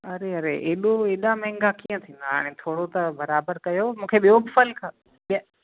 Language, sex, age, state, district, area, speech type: Sindhi, female, 45-60, Gujarat, Kutch, rural, conversation